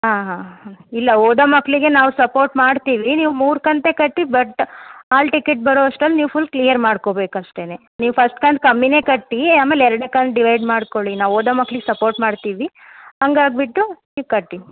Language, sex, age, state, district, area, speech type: Kannada, female, 30-45, Karnataka, Chitradurga, rural, conversation